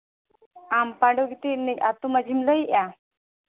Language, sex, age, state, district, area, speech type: Santali, female, 18-30, Jharkhand, Seraikela Kharsawan, rural, conversation